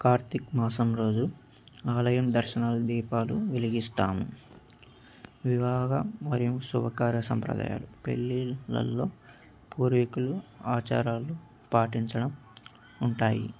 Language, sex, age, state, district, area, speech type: Telugu, male, 18-30, Andhra Pradesh, Annamaya, rural, spontaneous